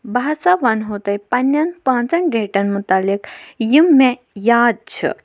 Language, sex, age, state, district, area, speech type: Kashmiri, female, 18-30, Jammu and Kashmir, Kulgam, urban, spontaneous